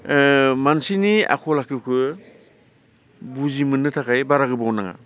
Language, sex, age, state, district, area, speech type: Bodo, male, 45-60, Assam, Baksa, urban, spontaneous